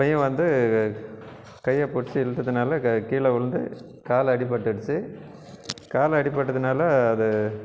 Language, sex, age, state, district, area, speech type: Tamil, male, 45-60, Tamil Nadu, Krishnagiri, rural, spontaneous